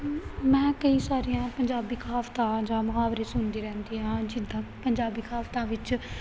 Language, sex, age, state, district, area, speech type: Punjabi, female, 18-30, Punjab, Gurdaspur, rural, spontaneous